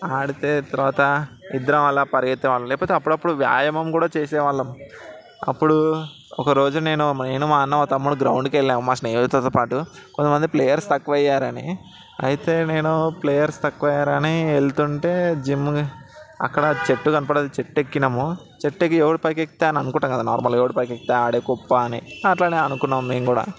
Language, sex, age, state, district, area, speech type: Telugu, male, 18-30, Telangana, Ranga Reddy, urban, spontaneous